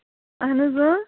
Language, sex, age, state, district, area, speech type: Kashmiri, female, 30-45, Jammu and Kashmir, Shopian, urban, conversation